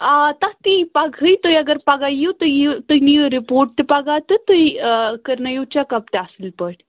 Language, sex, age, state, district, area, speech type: Kashmiri, female, 18-30, Jammu and Kashmir, Pulwama, rural, conversation